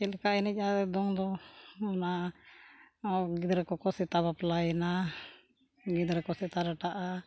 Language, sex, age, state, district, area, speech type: Santali, female, 60+, Odisha, Mayurbhanj, rural, spontaneous